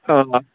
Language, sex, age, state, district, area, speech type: Kashmiri, male, 18-30, Jammu and Kashmir, Kulgam, rural, conversation